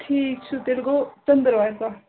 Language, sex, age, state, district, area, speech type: Kashmiri, female, 18-30, Jammu and Kashmir, Srinagar, urban, conversation